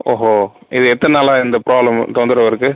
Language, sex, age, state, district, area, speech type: Tamil, male, 30-45, Tamil Nadu, Pudukkottai, rural, conversation